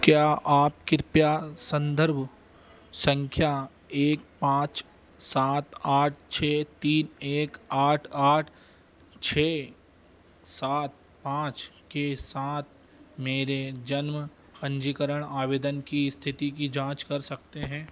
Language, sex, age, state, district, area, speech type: Hindi, male, 30-45, Madhya Pradesh, Harda, urban, read